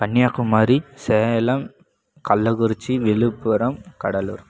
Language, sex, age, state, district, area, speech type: Tamil, male, 18-30, Tamil Nadu, Kallakurichi, rural, spontaneous